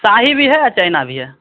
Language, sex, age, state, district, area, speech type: Hindi, male, 18-30, Bihar, Vaishali, rural, conversation